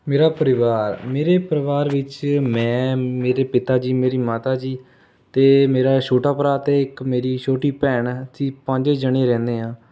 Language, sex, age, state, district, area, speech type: Punjabi, male, 18-30, Punjab, Rupnagar, rural, spontaneous